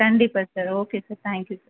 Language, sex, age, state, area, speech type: Tamil, female, 30-45, Tamil Nadu, rural, conversation